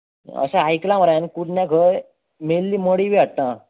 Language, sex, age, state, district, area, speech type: Goan Konkani, male, 18-30, Goa, Bardez, urban, conversation